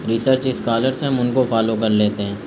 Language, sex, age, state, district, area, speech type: Urdu, male, 30-45, Uttar Pradesh, Azamgarh, rural, spontaneous